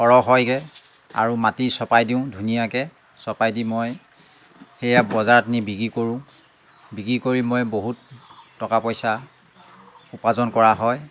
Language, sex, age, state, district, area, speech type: Assamese, male, 60+, Assam, Lakhimpur, urban, spontaneous